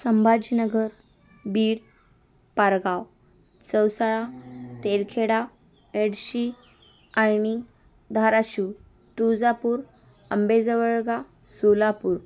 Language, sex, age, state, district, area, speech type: Marathi, female, 18-30, Maharashtra, Osmanabad, rural, spontaneous